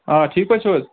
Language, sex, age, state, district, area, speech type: Kashmiri, male, 45-60, Jammu and Kashmir, Budgam, urban, conversation